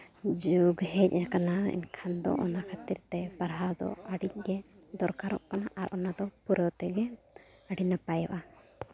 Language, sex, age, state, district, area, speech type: Santali, female, 30-45, Jharkhand, Seraikela Kharsawan, rural, spontaneous